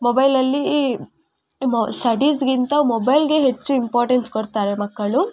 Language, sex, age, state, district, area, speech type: Kannada, female, 18-30, Karnataka, Udupi, rural, spontaneous